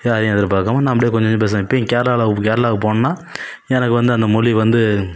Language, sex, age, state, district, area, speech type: Tamil, male, 30-45, Tamil Nadu, Kallakurichi, urban, spontaneous